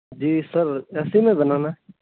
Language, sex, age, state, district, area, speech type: Urdu, male, 18-30, Uttar Pradesh, Saharanpur, urban, conversation